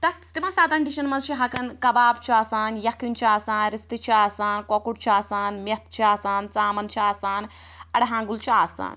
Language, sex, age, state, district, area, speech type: Kashmiri, female, 18-30, Jammu and Kashmir, Anantnag, rural, spontaneous